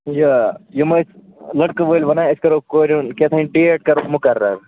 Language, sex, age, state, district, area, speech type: Kashmiri, male, 18-30, Jammu and Kashmir, Kupwara, rural, conversation